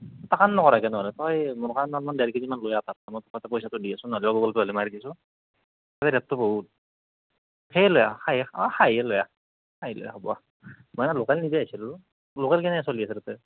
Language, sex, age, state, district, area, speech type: Assamese, male, 18-30, Assam, Darrang, rural, conversation